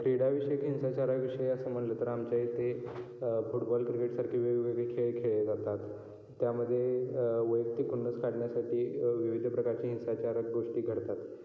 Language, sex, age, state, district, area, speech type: Marathi, male, 18-30, Maharashtra, Kolhapur, rural, spontaneous